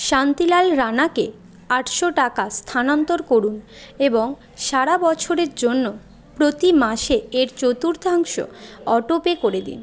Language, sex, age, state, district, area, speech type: Bengali, female, 30-45, West Bengal, Bankura, urban, read